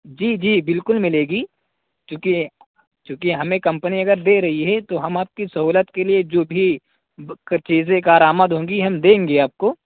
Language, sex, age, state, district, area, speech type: Urdu, male, 18-30, Uttar Pradesh, Saharanpur, urban, conversation